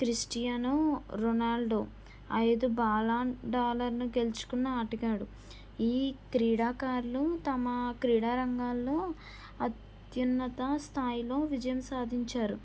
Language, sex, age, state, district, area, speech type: Telugu, female, 18-30, Andhra Pradesh, Kakinada, rural, spontaneous